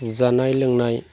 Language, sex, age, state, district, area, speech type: Bodo, male, 45-60, Assam, Chirang, rural, spontaneous